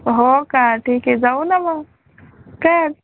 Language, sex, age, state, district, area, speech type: Marathi, female, 18-30, Maharashtra, Buldhana, rural, conversation